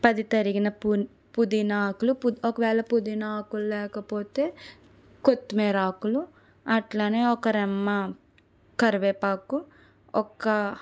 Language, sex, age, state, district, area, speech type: Telugu, female, 30-45, Andhra Pradesh, Eluru, urban, spontaneous